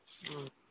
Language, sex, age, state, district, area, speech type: Manipuri, male, 30-45, Manipur, Kangpokpi, urban, conversation